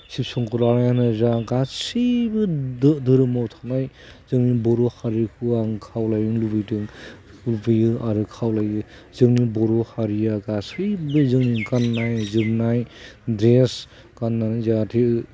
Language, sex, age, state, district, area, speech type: Bodo, male, 45-60, Assam, Udalguri, rural, spontaneous